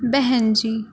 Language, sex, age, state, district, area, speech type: Kashmiri, female, 18-30, Jammu and Kashmir, Kupwara, urban, spontaneous